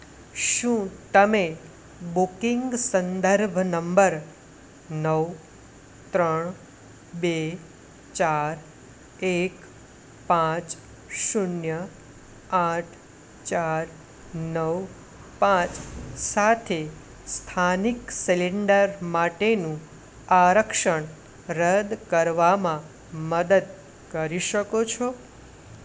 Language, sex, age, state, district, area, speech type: Gujarati, male, 18-30, Gujarat, Anand, urban, read